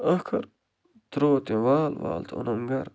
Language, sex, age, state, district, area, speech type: Kashmiri, male, 30-45, Jammu and Kashmir, Baramulla, rural, spontaneous